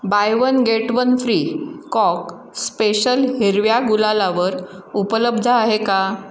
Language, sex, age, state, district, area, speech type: Marathi, female, 60+, Maharashtra, Pune, urban, read